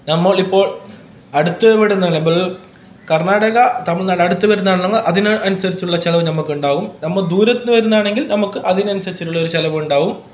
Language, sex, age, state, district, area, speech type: Malayalam, male, 18-30, Kerala, Kasaragod, rural, spontaneous